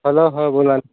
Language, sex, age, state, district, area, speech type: Marathi, male, 18-30, Maharashtra, Yavatmal, rural, conversation